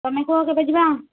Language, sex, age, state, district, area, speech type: Odia, female, 60+, Odisha, Angul, rural, conversation